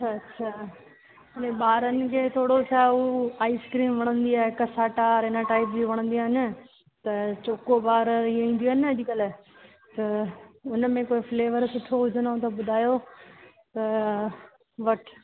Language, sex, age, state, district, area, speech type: Sindhi, female, 30-45, Rajasthan, Ajmer, urban, conversation